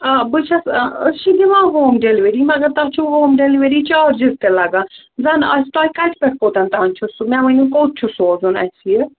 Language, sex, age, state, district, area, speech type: Kashmiri, female, 45-60, Jammu and Kashmir, Srinagar, urban, conversation